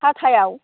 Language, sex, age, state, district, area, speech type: Bodo, female, 60+, Assam, Chirang, rural, conversation